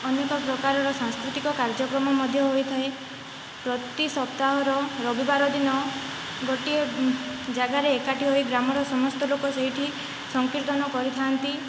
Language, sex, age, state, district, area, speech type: Odia, female, 45-60, Odisha, Kandhamal, rural, spontaneous